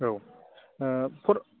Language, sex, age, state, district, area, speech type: Bodo, male, 18-30, Assam, Baksa, rural, conversation